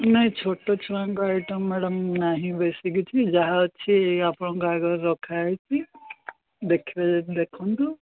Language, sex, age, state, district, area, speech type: Odia, male, 60+, Odisha, Gajapati, rural, conversation